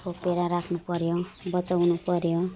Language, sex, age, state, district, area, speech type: Nepali, female, 45-60, West Bengal, Alipurduar, urban, spontaneous